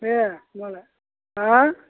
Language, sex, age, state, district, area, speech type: Bodo, male, 60+, Assam, Kokrajhar, rural, conversation